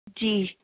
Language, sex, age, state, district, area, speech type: Urdu, female, 30-45, Delhi, Central Delhi, urban, conversation